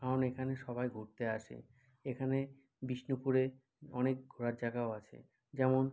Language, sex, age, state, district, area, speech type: Bengali, male, 45-60, West Bengal, Bankura, urban, spontaneous